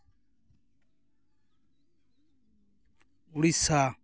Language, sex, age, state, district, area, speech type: Santali, male, 30-45, West Bengal, Jhargram, rural, spontaneous